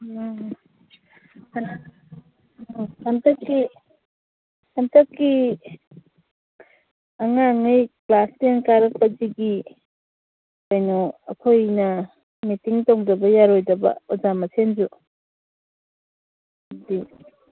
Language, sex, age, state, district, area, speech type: Manipuri, female, 45-60, Manipur, Kangpokpi, urban, conversation